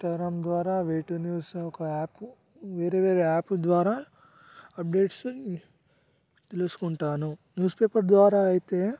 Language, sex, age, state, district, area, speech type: Telugu, male, 30-45, Telangana, Vikarabad, urban, spontaneous